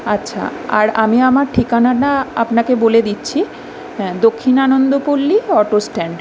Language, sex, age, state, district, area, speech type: Bengali, female, 18-30, West Bengal, Kolkata, urban, spontaneous